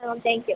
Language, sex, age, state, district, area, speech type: Tamil, female, 18-30, Tamil Nadu, Pudukkottai, rural, conversation